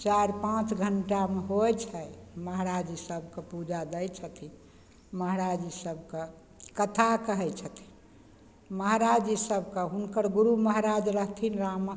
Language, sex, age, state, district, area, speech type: Maithili, female, 60+, Bihar, Begusarai, rural, spontaneous